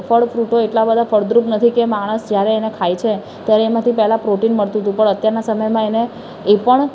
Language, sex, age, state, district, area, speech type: Gujarati, female, 18-30, Gujarat, Ahmedabad, urban, spontaneous